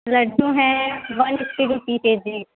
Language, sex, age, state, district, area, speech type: Urdu, female, 30-45, Uttar Pradesh, Lucknow, rural, conversation